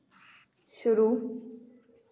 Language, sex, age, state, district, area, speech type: Hindi, female, 18-30, Madhya Pradesh, Gwalior, rural, read